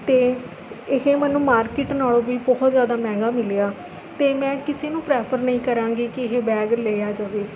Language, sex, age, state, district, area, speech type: Punjabi, female, 18-30, Punjab, Mohali, rural, spontaneous